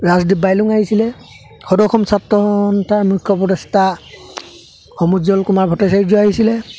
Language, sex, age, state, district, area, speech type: Assamese, male, 30-45, Assam, Charaideo, rural, spontaneous